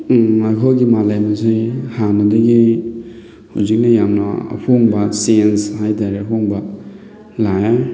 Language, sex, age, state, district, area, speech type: Manipuri, male, 30-45, Manipur, Thoubal, rural, spontaneous